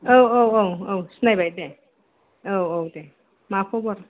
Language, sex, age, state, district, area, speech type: Bodo, female, 45-60, Assam, Kokrajhar, urban, conversation